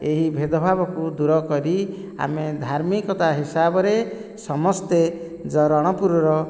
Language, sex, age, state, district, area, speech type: Odia, male, 45-60, Odisha, Nayagarh, rural, spontaneous